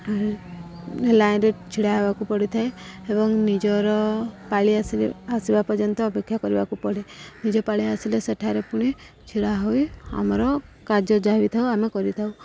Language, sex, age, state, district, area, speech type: Odia, female, 45-60, Odisha, Subarnapur, urban, spontaneous